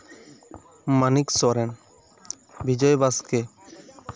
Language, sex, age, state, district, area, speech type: Santali, male, 18-30, West Bengal, Bankura, rural, spontaneous